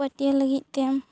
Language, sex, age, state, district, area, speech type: Santali, female, 18-30, West Bengal, Bankura, rural, spontaneous